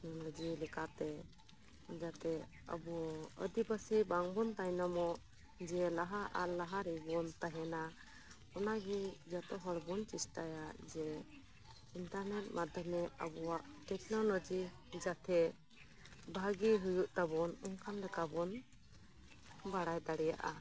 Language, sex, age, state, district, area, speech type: Santali, female, 30-45, West Bengal, Birbhum, rural, spontaneous